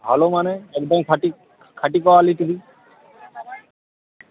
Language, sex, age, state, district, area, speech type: Bengali, male, 18-30, West Bengal, Uttar Dinajpur, rural, conversation